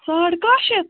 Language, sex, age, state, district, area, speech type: Kashmiri, female, 30-45, Jammu and Kashmir, Ganderbal, rural, conversation